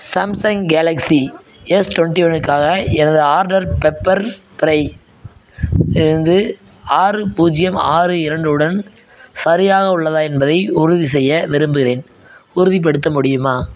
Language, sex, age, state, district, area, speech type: Tamil, male, 18-30, Tamil Nadu, Madurai, rural, read